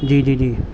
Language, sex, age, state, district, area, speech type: Urdu, male, 30-45, Delhi, East Delhi, urban, spontaneous